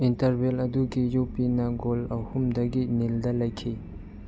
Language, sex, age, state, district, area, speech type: Manipuri, male, 30-45, Manipur, Churachandpur, rural, read